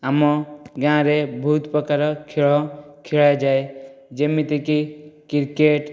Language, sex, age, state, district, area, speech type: Odia, male, 18-30, Odisha, Jajpur, rural, spontaneous